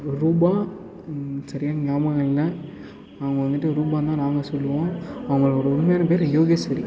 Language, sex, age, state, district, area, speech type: Tamil, male, 18-30, Tamil Nadu, Ariyalur, rural, spontaneous